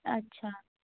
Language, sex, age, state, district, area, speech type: Hindi, female, 18-30, Madhya Pradesh, Gwalior, rural, conversation